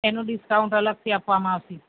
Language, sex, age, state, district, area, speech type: Gujarati, female, 30-45, Gujarat, Aravalli, urban, conversation